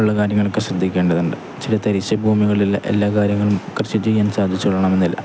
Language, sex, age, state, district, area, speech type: Malayalam, male, 18-30, Kerala, Kozhikode, rural, spontaneous